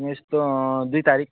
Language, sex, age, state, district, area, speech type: Nepali, male, 18-30, West Bengal, Jalpaiguri, rural, conversation